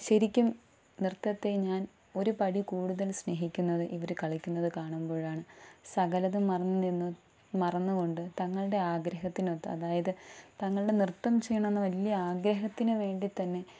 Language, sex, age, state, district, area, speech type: Malayalam, female, 18-30, Kerala, Thiruvananthapuram, rural, spontaneous